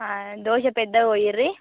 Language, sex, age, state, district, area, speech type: Telugu, female, 30-45, Telangana, Ranga Reddy, urban, conversation